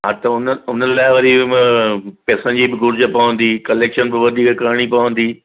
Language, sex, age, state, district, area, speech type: Sindhi, male, 60+, Maharashtra, Thane, urban, conversation